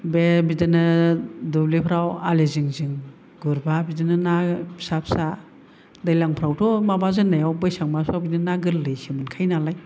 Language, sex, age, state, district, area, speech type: Bodo, female, 60+, Assam, Kokrajhar, urban, spontaneous